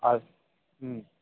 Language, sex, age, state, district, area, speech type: Sanskrit, male, 18-30, West Bengal, Paschim Medinipur, urban, conversation